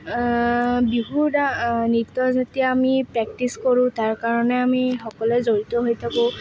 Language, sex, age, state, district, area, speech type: Assamese, female, 18-30, Assam, Kamrup Metropolitan, rural, spontaneous